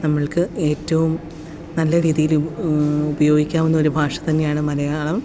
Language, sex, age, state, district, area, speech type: Malayalam, female, 30-45, Kerala, Pathanamthitta, rural, spontaneous